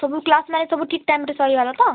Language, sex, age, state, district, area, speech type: Odia, female, 18-30, Odisha, Kalahandi, rural, conversation